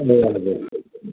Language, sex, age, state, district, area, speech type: Nepali, male, 60+, West Bengal, Kalimpong, rural, conversation